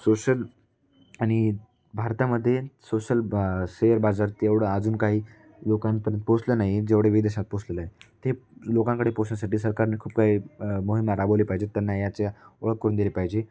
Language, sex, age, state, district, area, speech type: Marathi, male, 18-30, Maharashtra, Nanded, rural, spontaneous